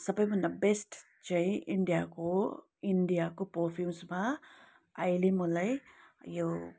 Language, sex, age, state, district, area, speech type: Nepali, female, 30-45, West Bengal, Kalimpong, rural, spontaneous